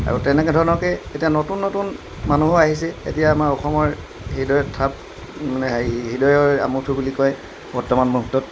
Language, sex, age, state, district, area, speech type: Assamese, male, 60+, Assam, Dibrugarh, rural, spontaneous